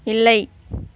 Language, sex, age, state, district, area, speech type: Tamil, female, 18-30, Tamil Nadu, Kallakurichi, rural, read